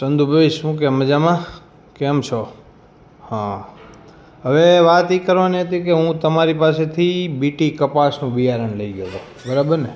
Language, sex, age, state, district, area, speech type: Gujarati, male, 30-45, Gujarat, Morbi, urban, spontaneous